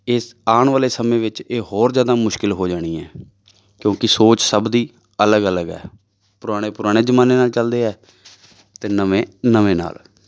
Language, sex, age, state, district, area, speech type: Punjabi, male, 30-45, Punjab, Amritsar, urban, spontaneous